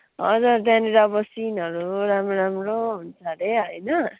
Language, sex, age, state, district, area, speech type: Nepali, male, 18-30, West Bengal, Kalimpong, rural, conversation